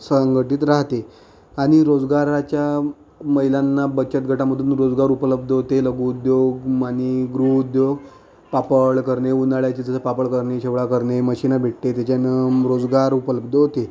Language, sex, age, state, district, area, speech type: Marathi, male, 30-45, Maharashtra, Amravati, rural, spontaneous